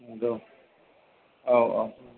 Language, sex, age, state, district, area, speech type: Bodo, male, 45-60, Assam, Chirang, rural, conversation